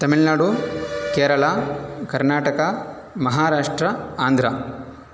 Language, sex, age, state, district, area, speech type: Sanskrit, male, 18-30, Tamil Nadu, Chennai, urban, spontaneous